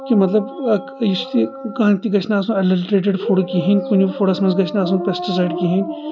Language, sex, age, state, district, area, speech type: Kashmiri, male, 30-45, Jammu and Kashmir, Anantnag, rural, spontaneous